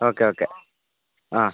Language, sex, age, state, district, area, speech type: Malayalam, male, 30-45, Kerala, Wayanad, rural, conversation